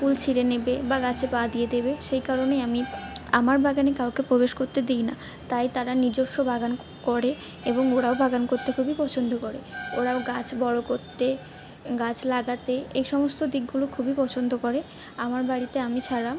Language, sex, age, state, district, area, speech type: Bengali, female, 45-60, West Bengal, Purba Bardhaman, rural, spontaneous